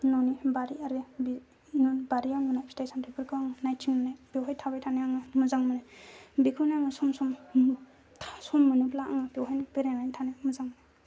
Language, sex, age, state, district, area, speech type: Bodo, female, 18-30, Assam, Kokrajhar, rural, spontaneous